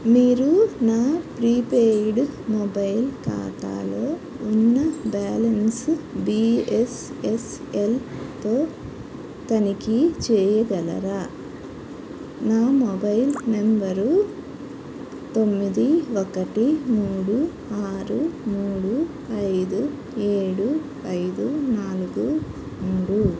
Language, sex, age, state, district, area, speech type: Telugu, female, 30-45, Andhra Pradesh, N T Rama Rao, urban, read